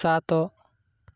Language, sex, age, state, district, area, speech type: Odia, male, 30-45, Odisha, Koraput, urban, read